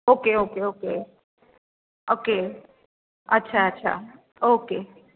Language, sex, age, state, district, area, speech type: Marathi, female, 30-45, Maharashtra, Nagpur, urban, conversation